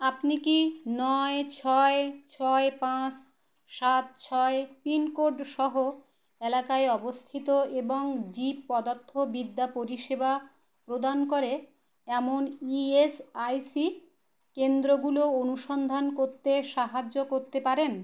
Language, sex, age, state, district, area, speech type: Bengali, female, 30-45, West Bengal, Howrah, urban, read